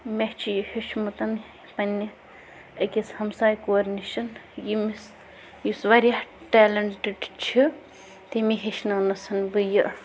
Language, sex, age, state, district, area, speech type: Kashmiri, female, 30-45, Jammu and Kashmir, Bandipora, rural, spontaneous